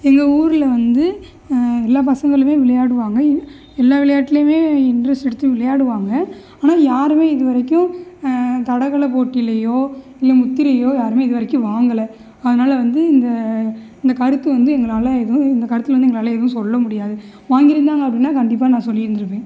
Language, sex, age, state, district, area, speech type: Tamil, female, 18-30, Tamil Nadu, Sivaganga, rural, spontaneous